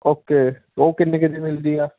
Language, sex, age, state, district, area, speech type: Punjabi, male, 18-30, Punjab, Patiala, urban, conversation